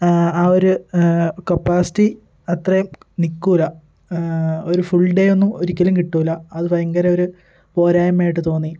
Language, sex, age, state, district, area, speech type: Malayalam, male, 18-30, Kerala, Kottayam, rural, spontaneous